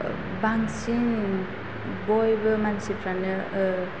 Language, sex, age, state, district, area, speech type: Bodo, female, 18-30, Assam, Chirang, rural, spontaneous